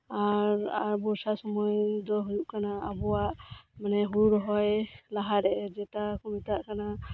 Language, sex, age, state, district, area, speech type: Santali, female, 30-45, West Bengal, Birbhum, rural, spontaneous